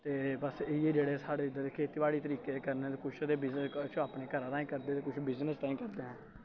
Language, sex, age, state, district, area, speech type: Dogri, male, 18-30, Jammu and Kashmir, Samba, rural, spontaneous